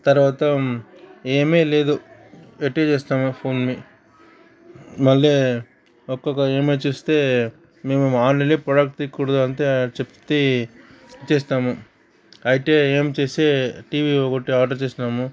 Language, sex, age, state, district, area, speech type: Telugu, male, 45-60, Andhra Pradesh, Sri Balaji, rural, spontaneous